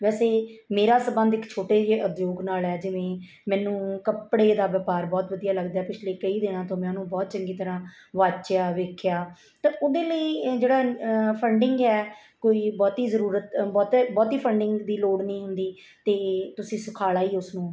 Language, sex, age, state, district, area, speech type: Punjabi, female, 45-60, Punjab, Mansa, urban, spontaneous